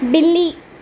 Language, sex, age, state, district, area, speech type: Urdu, female, 18-30, Telangana, Hyderabad, urban, read